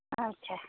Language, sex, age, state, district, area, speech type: Kashmiri, female, 45-60, Jammu and Kashmir, Ganderbal, rural, conversation